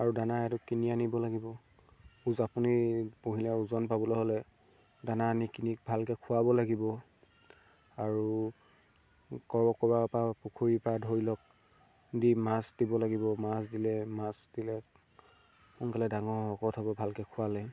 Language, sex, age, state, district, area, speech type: Assamese, male, 18-30, Assam, Sivasagar, rural, spontaneous